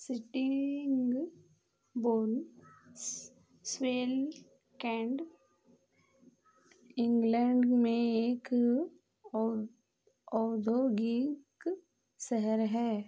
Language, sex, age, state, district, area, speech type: Hindi, female, 45-60, Madhya Pradesh, Chhindwara, rural, read